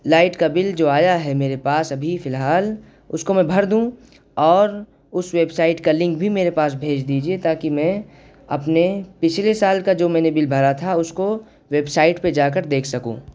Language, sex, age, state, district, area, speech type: Urdu, male, 18-30, Uttar Pradesh, Siddharthnagar, rural, spontaneous